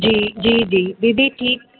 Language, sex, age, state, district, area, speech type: Sindhi, female, 30-45, Rajasthan, Ajmer, urban, conversation